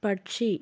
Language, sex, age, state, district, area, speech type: Malayalam, female, 18-30, Kerala, Kozhikode, urban, read